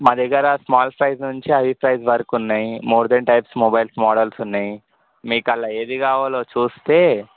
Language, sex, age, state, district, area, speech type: Telugu, male, 18-30, Telangana, Sangareddy, urban, conversation